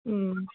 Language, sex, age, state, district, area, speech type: Tamil, female, 45-60, Tamil Nadu, Tiruvarur, rural, conversation